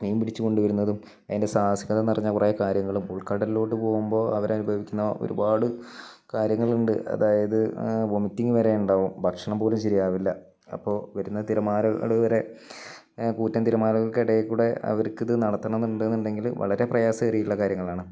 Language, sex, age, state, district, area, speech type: Malayalam, male, 45-60, Kerala, Wayanad, rural, spontaneous